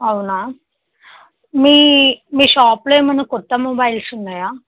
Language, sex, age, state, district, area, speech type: Telugu, female, 18-30, Telangana, Sangareddy, urban, conversation